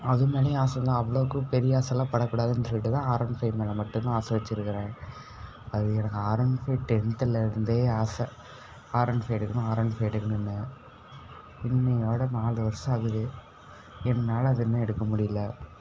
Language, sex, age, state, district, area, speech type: Tamil, male, 18-30, Tamil Nadu, Salem, rural, spontaneous